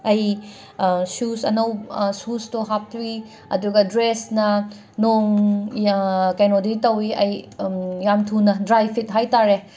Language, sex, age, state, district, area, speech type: Manipuri, female, 45-60, Manipur, Imphal West, urban, spontaneous